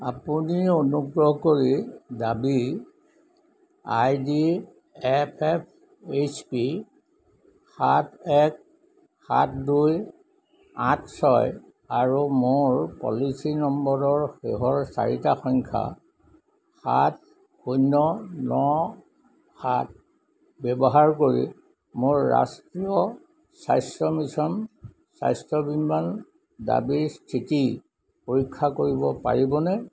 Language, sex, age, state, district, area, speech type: Assamese, male, 60+, Assam, Golaghat, urban, read